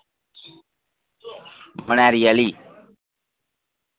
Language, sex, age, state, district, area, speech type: Dogri, male, 30-45, Jammu and Kashmir, Reasi, rural, conversation